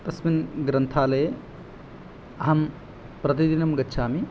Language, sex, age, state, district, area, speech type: Sanskrit, male, 18-30, Odisha, Angul, rural, spontaneous